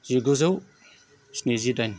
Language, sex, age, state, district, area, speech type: Bodo, male, 45-60, Assam, Chirang, rural, spontaneous